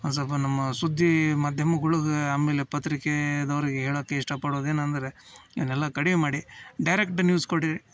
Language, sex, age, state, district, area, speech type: Kannada, male, 30-45, Karnataka, Dharwad, urban, spontaneous